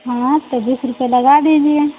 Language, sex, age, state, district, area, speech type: Hindi, female, 30-45, Uttar Pradesh, Mau, rural, conversation